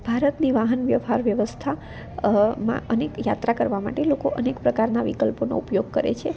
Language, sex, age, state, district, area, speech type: Gujarati, female, 18-30, Gujarat, Anand, urban, spontaneous